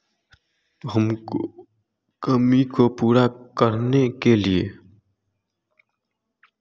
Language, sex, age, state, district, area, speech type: Hindi, male, 18-30, Bihar, Samastipur, rural, spontaneous